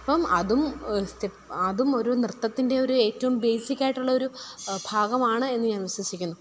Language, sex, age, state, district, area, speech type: Malayalam, female, 30-45, Kerala, Pathanamthitta, rural, spontaneous